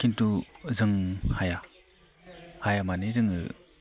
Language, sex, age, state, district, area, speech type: Bodo, male, 18-30, Assam, Baksa, rural, spontaneous